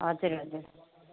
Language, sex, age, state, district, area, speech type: Nepali, female, 45-60, West Bengal, Jalpaiguri, rural, conversation